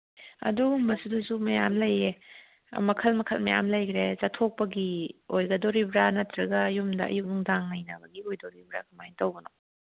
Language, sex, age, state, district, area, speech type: Manipuri, female, 30-45, Manipur, Kangpokpi, urban, conversation